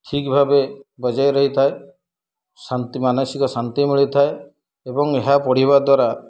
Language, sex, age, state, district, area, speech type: Odia, male, 45-60, Odisha, Kendrapara, urban, spontaneous